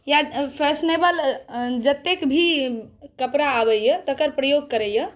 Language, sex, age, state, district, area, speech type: Maithili, female, 18-30, Bihar, Saharsa, rural, spontaneous